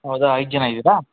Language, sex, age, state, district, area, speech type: Kannada, male, 60+, Karnataka, Bangalore Urban, urban, conversation